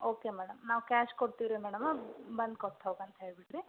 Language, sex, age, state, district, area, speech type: Kannada, female, 30-45, Karnataka, Gadag, rural, conversation